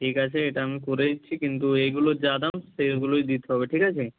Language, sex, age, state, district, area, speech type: Bengali, male, 30-45, West Bengal, Purba Medinipur, rural, conversation